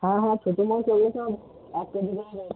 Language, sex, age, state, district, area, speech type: Bengali, male, 18-30, West Bengal, Cooch Behar, urban, conversation